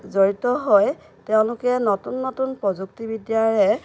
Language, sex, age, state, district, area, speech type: Assamese, female, 45-60, Assam, Dhemaji, rural, spontaneous